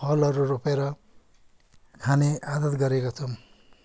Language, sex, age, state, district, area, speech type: Nepali, male, 60+, West Bengal, Kalimpong, rural, spontaneous